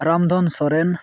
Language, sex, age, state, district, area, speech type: Santali, male, 18-30, West Bengal, Purulia, rural, spontaneous